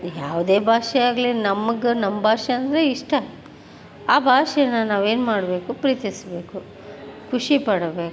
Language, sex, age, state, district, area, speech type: Kannada, female, 45-60, Karnataka, Koppal, rural, spontaneous